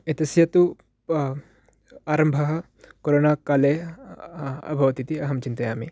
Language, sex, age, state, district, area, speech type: Sanskrit, male, 18-30, Karnataka, Uttara Kannada, urban, spontaneous